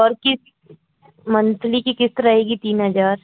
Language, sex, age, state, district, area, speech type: Hindi, female, 18-30, Madhya Pradesh, Chhindwara, urban, conversation